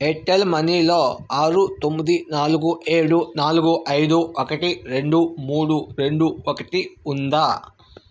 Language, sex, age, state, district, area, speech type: Telugu, male, 18-30, Andhra Pradesh, Vizianagaram, urban, read